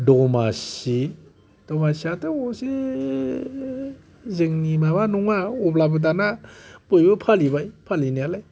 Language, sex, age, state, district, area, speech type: Bodo, male, 60+, Assam, Kokrajhar, urban, spontaneous